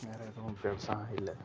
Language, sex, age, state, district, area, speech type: Tamil, male, 18-30, Tamil Nadu, Nagapattinam, rural, spontaneous